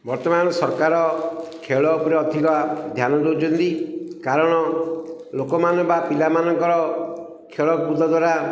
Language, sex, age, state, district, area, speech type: Odia, male, 45-60, Odisha, Ganjam, urban, spontaneous